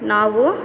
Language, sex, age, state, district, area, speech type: Kannada, female, 45-60, Karnataka, Chamarajanagar, rural, spontaneous